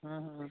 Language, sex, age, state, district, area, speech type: Odia, male, 18-30, Odisha, Puri, urban, conversation